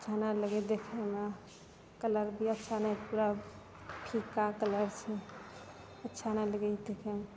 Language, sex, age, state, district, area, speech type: Maithili, female, 18-30, Bihar, Purnia, rural, spontaneous